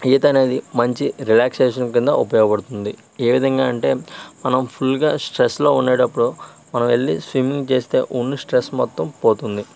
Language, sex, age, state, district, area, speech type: Telugu, male, 45-60, Andhra Pradesh, Vizianagaram, rural, spontaneous